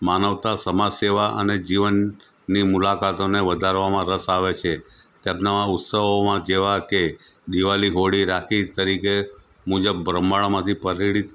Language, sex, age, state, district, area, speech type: Gujarati, male, 45-60, Gujarat, Anand, rural, spontaneous